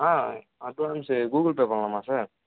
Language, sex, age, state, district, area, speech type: Tamil, male, 30-45, Tamil Nadu, Tiruvarur, rural, conversation